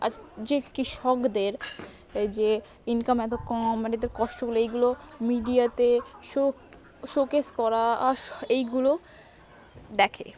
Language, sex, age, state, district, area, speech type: Bengali, female, 18-30, West Bengal, Darjeeling, urban, spontaneous